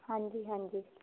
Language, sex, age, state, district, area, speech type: Punjabi, female, 18-30, Punjab, Fatehgarh Sahib, rural, conversation